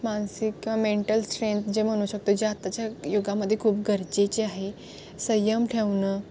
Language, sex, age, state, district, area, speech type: Marathi, female, 18-30, Maharashtra, Kolhapur, urban, spontaneous